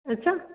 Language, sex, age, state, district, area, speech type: Punjabi, female, 45-60, Punjab, Patiala, rural, conversation